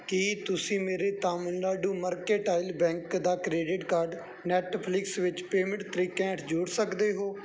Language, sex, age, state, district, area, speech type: Punjabi, male, 18-30, Punjab, Bathinda, rural, read